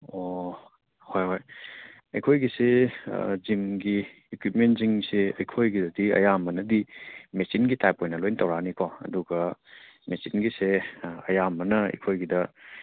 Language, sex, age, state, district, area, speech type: Manipuri, male, 30-45, Manipur, Churachandpur, rural, conversation